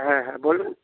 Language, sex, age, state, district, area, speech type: Bengali, male, 60+, West Bengal, Dakshin Dinajpur, rural, conversation